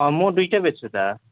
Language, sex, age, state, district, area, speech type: Nepali, male, 30-45, West Bengal, Jalpaiguri, rural, conversation